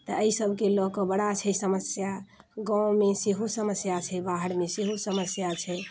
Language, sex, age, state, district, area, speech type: Maithili, female, 30-45, Bihar, Muzaffarpur, urban, spontaneous